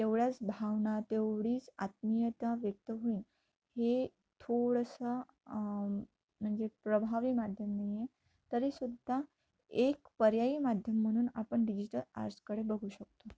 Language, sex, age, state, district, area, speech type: Marathi, female, 18-30, Maharashtra, Amravati, rural, spontaneous